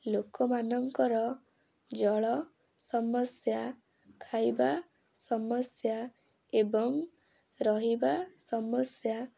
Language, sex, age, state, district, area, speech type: Odia, female, 18-30, Odisha, Kendrapara, urban, spontaneous